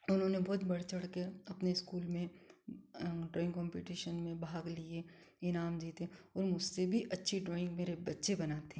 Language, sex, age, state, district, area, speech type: Hindi, female, 45-60, Madhya Pradesh, Ujjain, rural, spontaneous